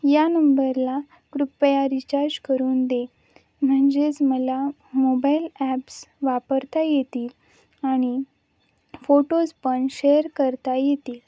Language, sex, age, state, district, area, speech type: Marathi, female, 18-30, Maharashtra, Nanded, rural, spontaneous